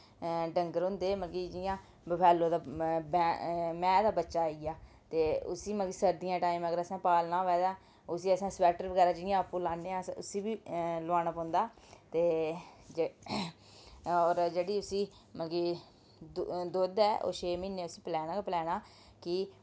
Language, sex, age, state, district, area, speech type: Dogri, female, 30-45, Jammu and Kashmir, Udhampur, rural, spontaneous